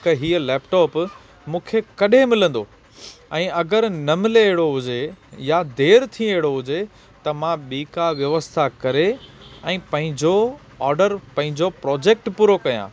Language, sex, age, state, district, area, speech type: Sindhi, male, 30-45, Gujarat, Kutch, urban, spontaneous